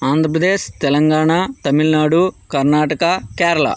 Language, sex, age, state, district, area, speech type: Telugu, male, 45-60, Andhra Pradesh, Vizianagaram, rural, spontaneous